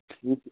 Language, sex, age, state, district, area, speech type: Urdu, male, 30-45, Bihar, Khagaria, rural, conversation